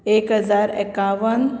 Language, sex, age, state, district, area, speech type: Goan Konkani, female, 30-45, Goa, Bardez, rural, spontaneous